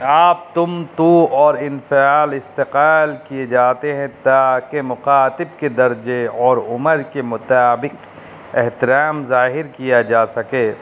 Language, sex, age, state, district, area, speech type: Urdu, male, 30-45, Uttar Pradesh, Rampur, urban, spontaneous